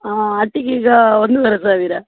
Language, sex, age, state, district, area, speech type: Kannada, female, 30-45, Karnataka, Dakshina Kannada, rural, conversation